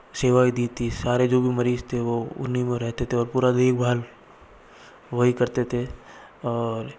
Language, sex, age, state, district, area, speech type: Hindi, male, 60+, Rajasthan, Jodhpur, urban, spontaneous